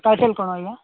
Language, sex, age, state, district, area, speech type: Odia, male, 45-60, Odisha, Nabarangpur, rural, conversation